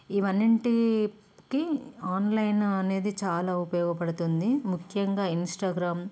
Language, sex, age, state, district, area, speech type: Telugu, female, 30-45, Telangana, Peddapalli, urban, spontaneous